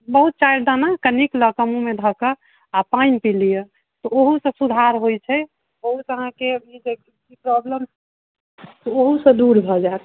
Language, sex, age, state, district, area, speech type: Maithili, female, 45-60, Bihar, Sitamarhi, urban, conversation